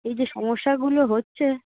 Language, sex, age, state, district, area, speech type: Bengali, female, 45-60, West Bengal, Darjeeling, urban, conversation